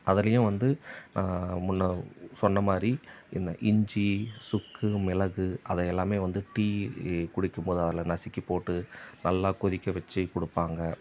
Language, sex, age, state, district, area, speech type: Tamil, male, 30-45, Tamil Nadu, Tiruvannamalai, rural, spontaneous